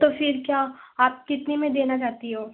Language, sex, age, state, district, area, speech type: Hindi, female, 18-30, Uttar Pradesh, Prayagraj, urban, conversation